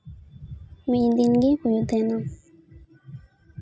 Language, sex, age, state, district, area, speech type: Santali, female, 18-30, West Bengal, Purulia, rural, spontaneous